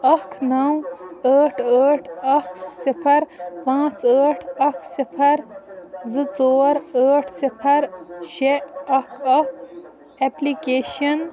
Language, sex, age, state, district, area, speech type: Kashmiri, female, 30-45, Jammu and Kashmir, Baramulla, urban, read